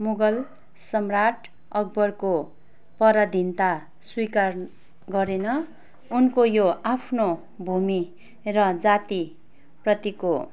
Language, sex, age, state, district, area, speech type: Nepali, female, 30-45, West Bengal, Darjeeling, rural, spontaneous